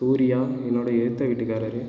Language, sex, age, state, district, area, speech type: Tamil, male, 18-30, Tamil Nadu, Tiruchirappalli, urban, spontaneous